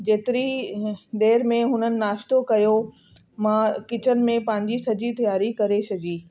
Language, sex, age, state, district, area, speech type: Sindhi, female, 30-45, Delhi, South Delhi, urban, spontaneous